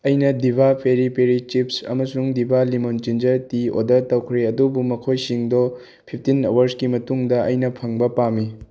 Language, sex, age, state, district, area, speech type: Manipuri, male, 18-30, Manipur, Bishnupur, rural, read